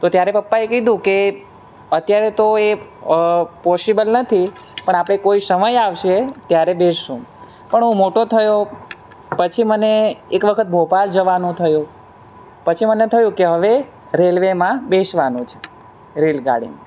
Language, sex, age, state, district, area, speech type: Gujarati, male, 18-30, Gujarat, Surat, rural, spontaneous